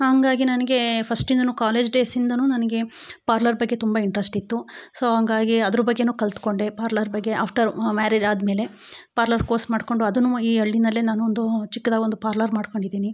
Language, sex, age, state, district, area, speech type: Kannada, female, 45-60, Karnataka, Chikkamagaluru, rural, spontaneous